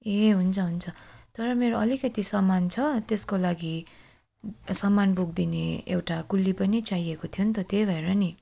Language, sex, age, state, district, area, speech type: Nepali, female, 45-60, West Bengal, Darjeeling, rural, spontaneous